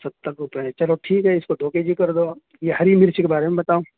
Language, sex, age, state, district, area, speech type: Urdu, male, 30-45, Uttar Pradesh, Gautam Buddha Nagar, urban, conversation